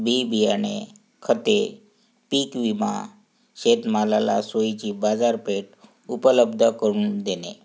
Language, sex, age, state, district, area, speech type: Marathi, male, 45-60, Maharashtra, Wardha, urban, spontaneous